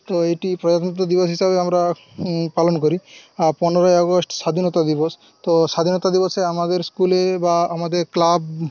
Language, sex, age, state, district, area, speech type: Bengali, male, 18-30, West Bengal, Paschim Medinipur, rural, spontaneous